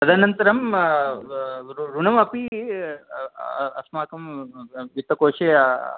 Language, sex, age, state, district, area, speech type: Sanskrit, male, 45-60, Telangana, Ranga Reddy, urban, conversation